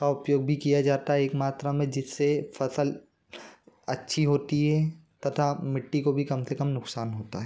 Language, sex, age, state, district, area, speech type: Hindi, male, 18-30, Madhya Pradesh, Bhopal, urban, spontaneous